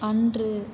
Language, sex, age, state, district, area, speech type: Tamil, female, 30-45, Tamil Nadu, Ariyalur, rural, read